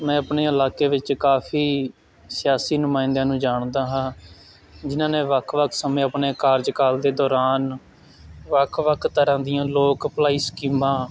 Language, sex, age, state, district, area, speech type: Punjabi, male, 18-30, Punjab, Shaheed Bhagat Singh Nagar, rural, spontaneous